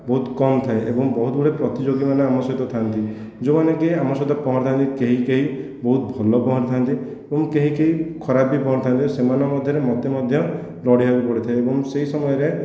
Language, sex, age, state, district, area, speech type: Odia, male, 18-30, Odisha, Khordha, rural, spontaneous